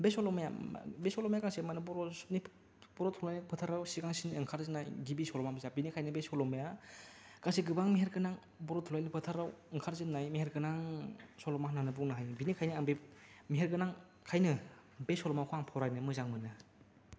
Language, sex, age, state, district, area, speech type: Bodo, male, 18-30, Assam, Kokrajhar, rural, spontaneous